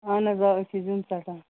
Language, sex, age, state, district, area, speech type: Kashmiri, female, 18-30, Jammu and Kashmir, Baramulla, rural, conversation